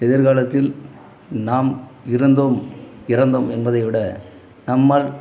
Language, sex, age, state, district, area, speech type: Tamil, male, 45-60, Tamil Nadu, Dharmapuri, rural, spontaneous